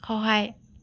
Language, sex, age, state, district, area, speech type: Assamese, female, 18-30, Assam, Biswanath, rural, read